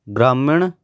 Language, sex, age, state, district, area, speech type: Punjabi, male, 18-30, Punjab, Patiala, urban, read